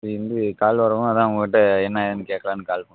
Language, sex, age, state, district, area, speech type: Tamil, male, 18-30, Tamil Nadu, Madurai, urban, conversation